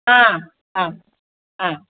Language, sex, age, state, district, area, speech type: Malayalam, female, 60+, Kerala, Alappuzha, rural, conversation